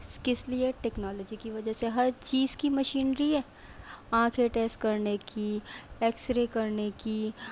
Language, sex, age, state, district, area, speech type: Urdu, female, 18-30, Delhi, Central Delhi, urban, spontaneous